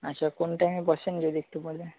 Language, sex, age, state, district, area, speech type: Bengali, male, 30-45, West Bengal, Purba Bardhaman, urban, conversation